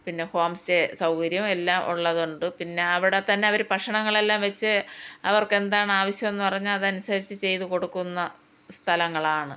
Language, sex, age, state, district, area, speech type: Malayalam, female, 60+, Kerala, Thiruvananthapuram, rural, spontaneous